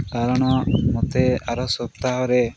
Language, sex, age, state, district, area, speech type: Odia, male, 18-30, Odisha, Nabarangpur, urban, spontaneous